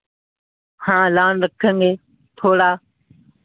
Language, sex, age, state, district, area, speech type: Hindi, male, 30-45, Uttar Pradesh, Sitapur, rural, conversation